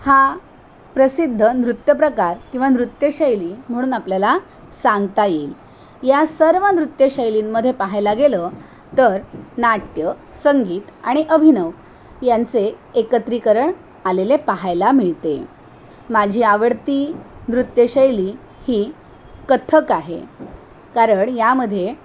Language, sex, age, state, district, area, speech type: Marathi, female, 45-60, Maharashtra, Thane, rural, spontaneous